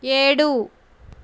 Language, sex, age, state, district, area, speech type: Telugu, female, 30-45, Andhra Pradesh, Konaseema, rural, read